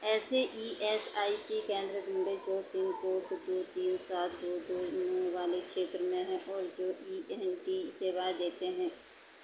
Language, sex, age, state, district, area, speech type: Hindi, female, 30-45, Madhya Pradesh, Chhindwara, urban, read